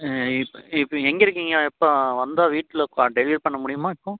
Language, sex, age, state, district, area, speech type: Tamil, male, 30-45, Tamil Nadu, Coimbatore, rural, conversation